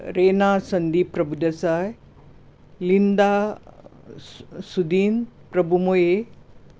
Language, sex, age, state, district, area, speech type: Goan Konkani, female, 60+, Goa, Bardez, urban, spontaneous